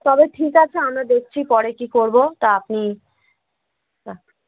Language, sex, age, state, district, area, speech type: Bengali, female, 18-30, West Bengal, Cooch Behar, urban, conversation